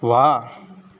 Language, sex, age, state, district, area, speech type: Dogri, male, 18-30, Jammu and Kashmir, Jammu, rural, read